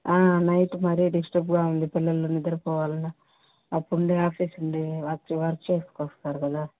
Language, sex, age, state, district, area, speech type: Telugu, female, 30-45, Andhra Pradesh, Nellore, urban, conversation